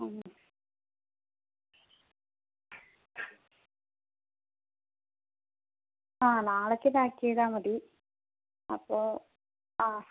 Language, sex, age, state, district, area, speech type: Malayalam, female, 45-60, Kerala, Palakkad, urban, conversation